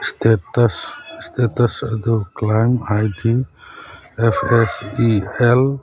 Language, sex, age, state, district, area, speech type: Manipuri, male, 45-60, Manipur, Churachandpur, rural, read